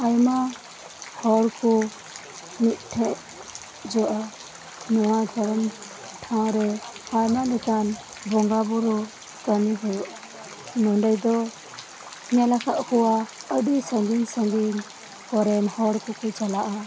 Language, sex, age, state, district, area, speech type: Santali, female, 30-45, West Bengal, Birbhum, rural, spontaneous